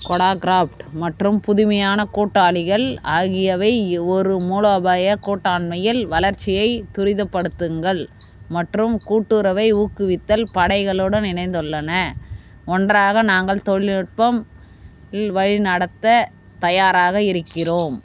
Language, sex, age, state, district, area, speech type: Tamil, female, 30-45, Tamil Nadu, Vellore, urban, read